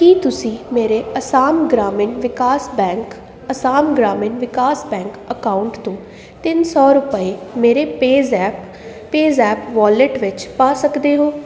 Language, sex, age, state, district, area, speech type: Punjabi, female, 18-30, Punjab, Jalandhar, urban, read